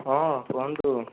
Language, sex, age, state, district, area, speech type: Odia, male, 18-30, Odisha, Boudh, rural, conversation